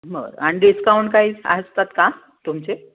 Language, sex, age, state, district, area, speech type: Marathi, female, 45-60, Maharashtra, Nashik, urban, conversation